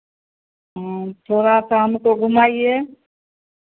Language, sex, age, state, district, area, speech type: Hindi, female, 60+, Bihar, Madhepura, rural, conversation